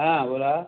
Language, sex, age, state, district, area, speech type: Marathi, male, 45-60, Maharashtra, Raigad, rural, conversation